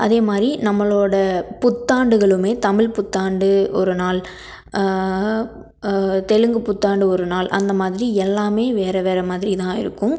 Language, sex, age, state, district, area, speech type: Tamil, female, 18-30, Tamil Nadu, Tiruppur, rural, spontaneous